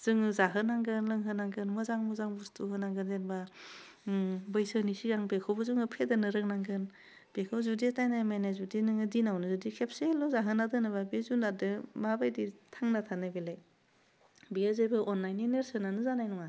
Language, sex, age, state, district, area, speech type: Bodo, female, 30-45, Assam, Udalguri, urban, spontaneous